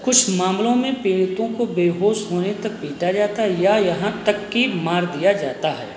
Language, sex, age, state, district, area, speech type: Hindi, male, 45-60, Uttar Pradesh, Sitapur, rural, read